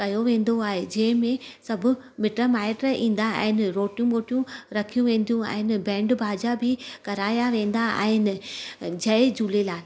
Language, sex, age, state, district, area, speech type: Sindhi, female, 30-45, Gujarat, Surat, urban, spontaneous